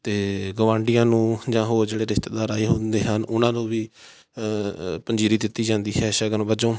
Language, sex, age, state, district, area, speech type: Punjabi, male, 18-30, Punjab, Fatehgarh Sahib, rural, spontaneous